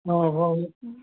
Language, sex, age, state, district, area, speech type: Assamese, male, 60+, Assam, Charaideo, urban, conversation